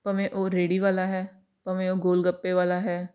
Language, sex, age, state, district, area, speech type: Punjabi, female, 18-30, Punjab, Jalandhar, urban, spontaneous